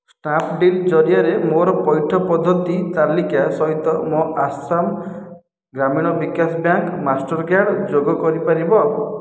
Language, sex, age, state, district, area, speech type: Odia, male, 18-30, Odisha, Khordha, rural, read